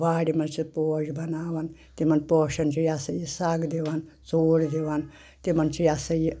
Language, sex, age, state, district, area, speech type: Kashmiri, female, 60+, Jammu and Kashmir, Anantnag, rural, spontaneous